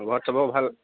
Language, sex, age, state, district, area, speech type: Assamese, male, 18-30, Assam, Dibrugarh, urban, conversation